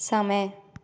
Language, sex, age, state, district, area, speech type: Hindi, female, 18-30, Madhya Pradesh, Katni, rural, read